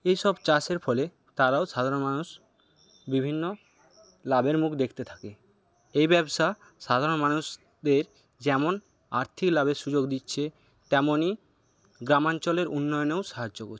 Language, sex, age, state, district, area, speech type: Bengali, male, 60+, West Bengal, Paschim Medinipur, rural, spontaneous